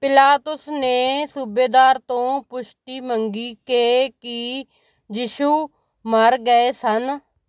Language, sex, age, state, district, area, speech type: Punjabi, female, 45-60, Punjab, Moga, rural, read